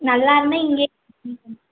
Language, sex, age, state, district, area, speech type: Tamil, female, 45-60, Tamil Nadu, Madurai, urban, conversation